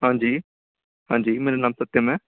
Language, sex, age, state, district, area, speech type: Punjabi, male, 18-30, Punjab, Amritsar, urban, conversation